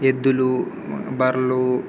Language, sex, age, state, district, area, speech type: Telugu, male, 18-30, Telangana, Khammam, rural, spontaneous